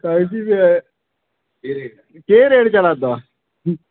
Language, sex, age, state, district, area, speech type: Dogri, male, 30-45, Jammu and Kashmir, Reasi, urban, conversation